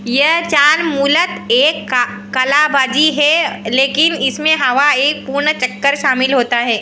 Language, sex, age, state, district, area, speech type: Hindi, female, 60+, Madhya Pradesh, Harda, urban, read